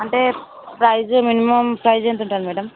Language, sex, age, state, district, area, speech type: Telugu, female, 18-30, Telangana, Ranga Reddy, urban, conversation